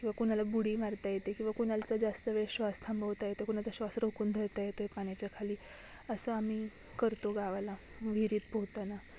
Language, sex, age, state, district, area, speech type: Marathi, female, 18-30, Maharashtra, Ratnagiri, rural, spontaneous